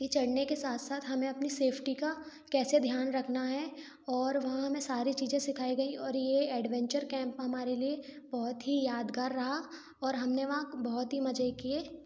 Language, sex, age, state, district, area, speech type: Hindi, female, 18-30, Madhya Pradesh, Gwalior, urban, spontaneous